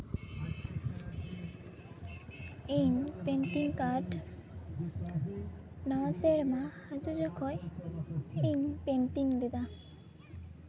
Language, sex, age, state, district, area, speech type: Santali, female, 18-30, West Bengal, Purba Bardhaman, rural, spontaneous